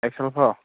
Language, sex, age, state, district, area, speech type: Manipuri, male, 18-30, Manipur, Senapati, rural, conversation